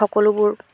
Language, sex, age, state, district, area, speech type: Assamese, female, 45-60, Assam, Golaghat, rural, spontaneous